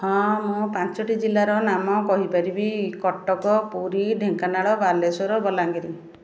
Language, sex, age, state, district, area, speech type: Odia, female, 60+, Odisha, Puri, urban, spontaneous